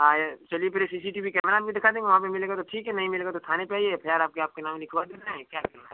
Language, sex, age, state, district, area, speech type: Hindi, male, 18-30, Uttar Pradesh, Chandauli, rural, conversation